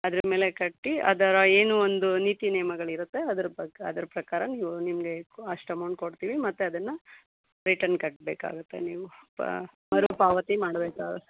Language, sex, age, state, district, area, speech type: Kannada, female, 30-45, Karnataka, Chikkaballapur, urban, conversation